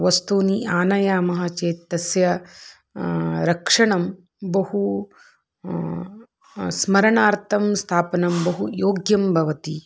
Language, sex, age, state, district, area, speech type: Sanskrit, female, 30-45, Karnataka, Dharwad, urban, spontaneous